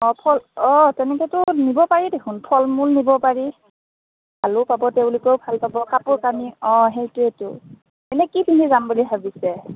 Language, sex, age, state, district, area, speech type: Assamese, female, 30-45, Assam, Morigaon, rural, conversation